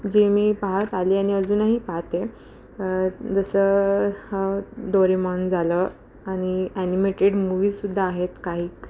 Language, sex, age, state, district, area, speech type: Marathi, female, 18-30, Maharashtra, Ratnagiri, urban, spontaneous